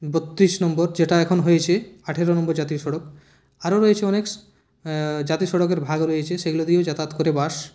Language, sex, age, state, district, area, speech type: Bengali, male, 30-45, West Bengal, Purulia, rural, spontaneous